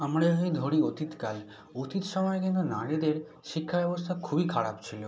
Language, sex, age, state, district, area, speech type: Bengali, male, 18-30, West Bengal, South 24 Parganas, rural, spontaneous